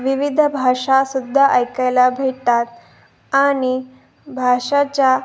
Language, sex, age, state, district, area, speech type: Marathi, female, 18-30, Maharashtra, Osmanabad, rural, spontaneous